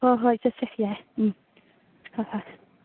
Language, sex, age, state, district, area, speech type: Manipuri, female, 30-45, Manipur, Chandel, rural, conversation